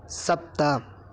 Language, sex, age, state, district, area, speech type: Sanskrit, male, 18-30, Karnataka, Hassan, rural, read